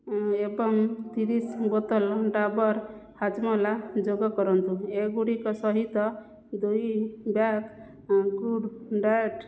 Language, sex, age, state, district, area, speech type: Odia, female, 45-60, Odisha, Jajpur, rural, read